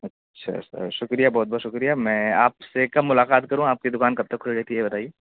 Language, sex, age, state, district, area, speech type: Urdu, male, 18-30, Uttar Pradesh, Siddharthnagar, rural, conversation